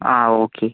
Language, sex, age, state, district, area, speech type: Malayalam, male, 30-45, Kerala, Kozhikode, urban, conversation